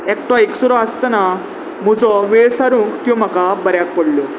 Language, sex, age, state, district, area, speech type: Goan Konkani, male, 18-30, Goa, Salcete, urban, spontaneous